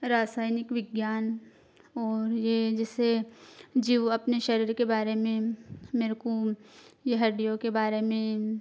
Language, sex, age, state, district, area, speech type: Hindi, female, 18-30, Madhya Pradesh, Ujjain, urban, spontaneous